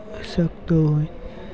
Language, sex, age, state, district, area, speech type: Gujarati, male, 18-30, Gujarat, Rajkot, rural, spontaneous